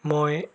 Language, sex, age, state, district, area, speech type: Assamese, male, 18-30, Assam, Biswanath, rural, spontaneous